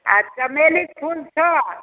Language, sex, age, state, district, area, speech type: Maithili, female, 60+, Bihar, Begusarai, rural, conversation